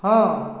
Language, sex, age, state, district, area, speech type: Odia, male, 45-60, Odisha, Dhenkanal, rural, read